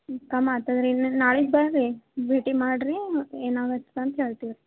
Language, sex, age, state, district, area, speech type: Kannada, female, 18-30, Karnataka, Gulbarga, urban, conversation